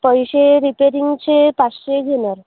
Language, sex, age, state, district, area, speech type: Marathi, female, 18-30, Maharashtra, Bhandara, rural, conversation